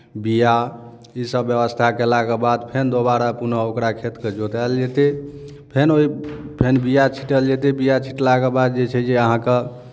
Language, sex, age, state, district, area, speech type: Maithili, male, 30-45, Bihar, Darbhanga, urban, spontaneous